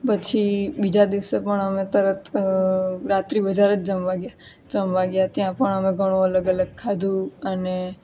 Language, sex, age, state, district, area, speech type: Gujarati, female, 18-30, Gujarat, Junagadh, urban, spontaneous